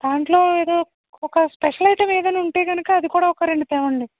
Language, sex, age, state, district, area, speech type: Telugu, female, 45-60, Andhra Pradesh, East Godavari, rural, conversation